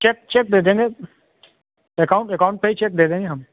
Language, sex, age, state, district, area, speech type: Hindi, male, 45-60, Uttar Pradesh, Sitapur, rural, conversation